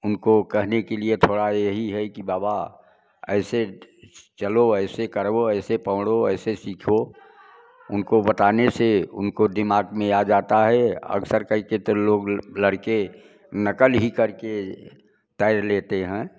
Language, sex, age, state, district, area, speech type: Hindi, male, 60+, Uttar Pradesh, Prayagraj, rural, spontaneous